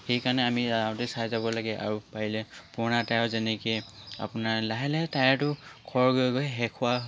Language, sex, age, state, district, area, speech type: Assamese, male, 18-30, Assam, Charaideo, urban, spontaneous